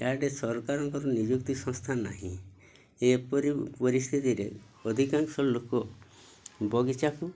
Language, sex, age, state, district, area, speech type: Odia, male, 60+, Odisha, Mayurbhanj, rural, spontaneous